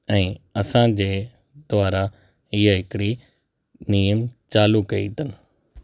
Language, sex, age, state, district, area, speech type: Sindhi, male, 18-30, Gujarat, Kutch, rural, spontaneous